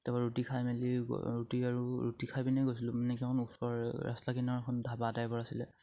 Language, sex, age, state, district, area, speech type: Assamese, male, 18-30, Assam, Charaideo, rural, spontaneous